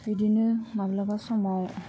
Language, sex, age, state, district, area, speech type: Bodo, female, 30-45, Assam, Udalguri, rural, spontaneous